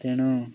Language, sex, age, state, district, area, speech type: Odia, male, 18-30, Odisha, Nabarangpur, urban, spontaneous